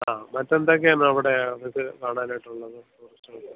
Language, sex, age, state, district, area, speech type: Malayalam, male, 30-45, Kerala, Thiruvananthapuram, rural, conversation